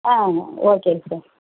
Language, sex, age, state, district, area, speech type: Tamil, female, 60+, Tamil Nadu, Madurai, rural, conversation